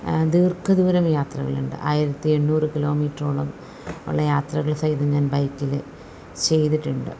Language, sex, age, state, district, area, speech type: Malayalam, female, 45-60, Kerala, Palakkad, rural, spontaneous